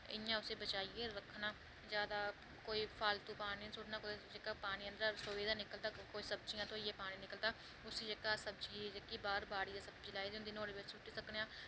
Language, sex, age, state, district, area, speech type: Dogri, female, 18-30, Jammu and Kashmir, Reasi, rural, spontaneous